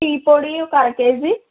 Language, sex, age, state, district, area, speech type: Telugu, female, 60+, Andhra Pradesh, East Godavari, rural, conversation